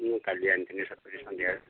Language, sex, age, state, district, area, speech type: Odia, male, 45-60, Odisha, Angul, rural, conversation